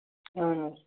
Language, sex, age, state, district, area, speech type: Kashmiri, male, 18-30, Jammu and Kashmir, Ganderbal, rural, conversation